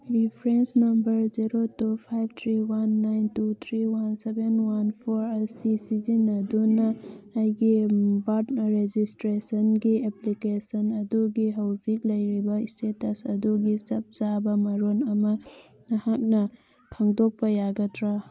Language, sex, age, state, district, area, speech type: Manipuri, female, 30-45, Manipur, Churachandpur, rural, read